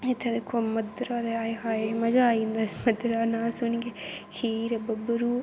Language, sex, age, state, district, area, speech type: Dogri, female, 18-30, Jammu and Kashmir, Kathua, rural, spontaneous